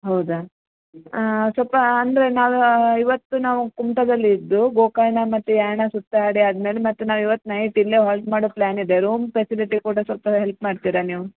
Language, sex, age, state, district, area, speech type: Kannada, female, 30-45, Karnataka, Uttara Kannada, rural, conversation